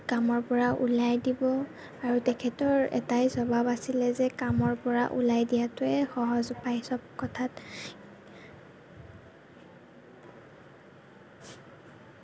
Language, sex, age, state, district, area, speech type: Assamese, female, 18-30, Assam, Kamrup Metropolitan, urban, spontaneous